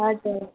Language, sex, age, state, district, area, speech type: Nepali, female, 18-30, West Bengal, Kalimpong, rural, conversation